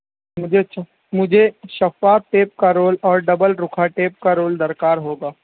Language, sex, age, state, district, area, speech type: Urdu, male, 18-30, Maharashtra, Nashik, rural, conversation